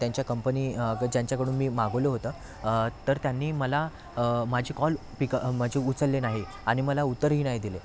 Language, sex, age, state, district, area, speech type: Marathi, male, 18-30, Maharashtra, Thane, urban, spontaneous